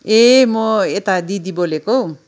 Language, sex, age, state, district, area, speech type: Nepali, female, 45-60, West Bengal, Kalimpong, rural, spontaneous